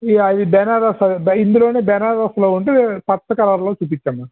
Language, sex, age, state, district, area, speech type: Telugu, male, 45-60, Andhra Pradesh, Visakhapatnam, urban, conversation